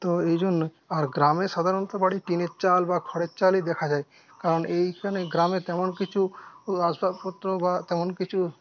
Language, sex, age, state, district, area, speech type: Bengali, male, 30-45, West Bengal, Paschim Medinipur, rural, spontaneous